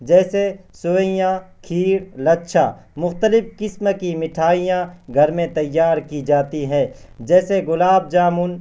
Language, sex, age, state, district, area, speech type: Urdu, male, 18-30, Bihar, Purnia, rural, spontaneous